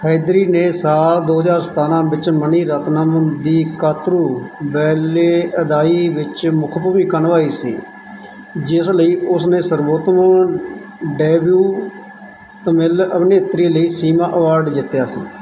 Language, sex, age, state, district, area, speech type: Punjabi, male, 45-60, Punjab, Mansa, rural, read